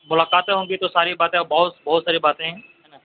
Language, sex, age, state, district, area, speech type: Urdu, male, 18-30, Bihar, Purnia, rural, conversation